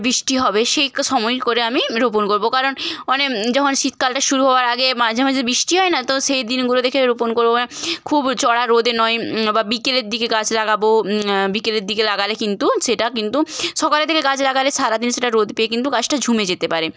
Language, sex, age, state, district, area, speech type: Bengali, female, 18-30, West Bengal, Bankura, rural, spontaneous